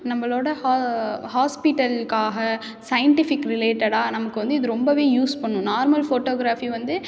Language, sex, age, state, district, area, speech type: Tamil, female, 18-30, Tamil Nadu, Tiruchirappalli, rural, spontaneous